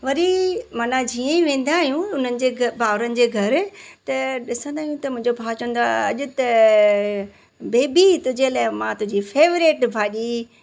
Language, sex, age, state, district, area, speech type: Sindhi, female, 45-60, Gujarat, Surat, urban, spontaneous